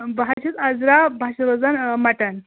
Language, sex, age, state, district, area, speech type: Kashmiri, female, 18-30, Jammu and Kashmir, Anantnag, rural, conversation